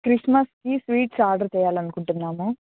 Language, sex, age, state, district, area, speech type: Telugu, female, 18-30, Andhra Pradesh, Annamaya, rural, conversation